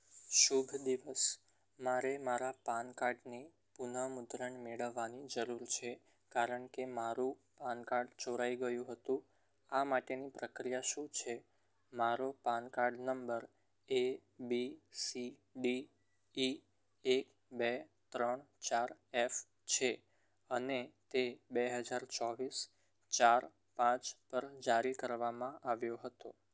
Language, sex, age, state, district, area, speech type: Gujarati, male, 18-30, Gujarat, Surat, rural, read